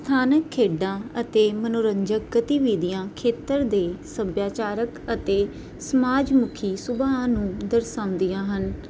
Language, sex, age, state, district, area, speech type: Punjabi, female, 18-30, Punjab, Barnala, urban, spontaneous